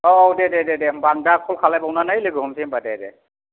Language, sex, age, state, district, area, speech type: Bodo, male, 30-45, Assam, Kokrajhar, rural, conversation